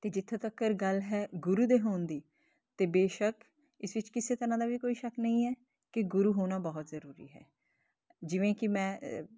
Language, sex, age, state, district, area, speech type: Punjabi, female, 30-45, Punjab, Kapurthala, urban, spontaneous